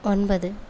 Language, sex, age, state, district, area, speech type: Tamil, female, 30-45, Tamil Nadu, Coimbatore, rural, read